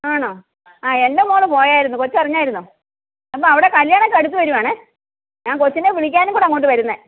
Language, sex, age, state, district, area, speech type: Malayalam, female, 45-60, Kerala, Kottayam, urban, conversation